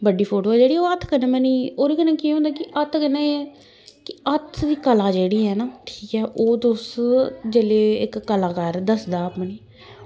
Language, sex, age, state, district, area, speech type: Dogri, female, 30-45, Jammu and Kashmir, Jammu, urban, spontaneous